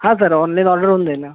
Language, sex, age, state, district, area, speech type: Marathi, male, 18-30, Maharashtra, Akola, rural, conversation